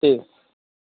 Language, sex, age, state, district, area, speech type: Dogri, male, 18-30, Jammu and Kashmir, Kathua, rural, conversation